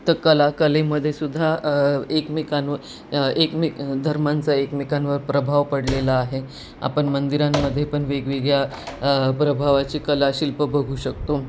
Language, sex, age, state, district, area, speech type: Marathi, female, 30-45, Maharashtra, Nanded, urban, spontaneous